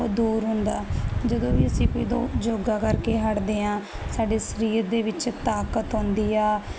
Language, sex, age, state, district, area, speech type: Punjabi, female, 30-45, Punjab, Barnala, rural, spontaneous